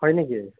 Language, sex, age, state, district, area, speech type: Assamese, male, 60+, Assam, Nagaon, rural, conversation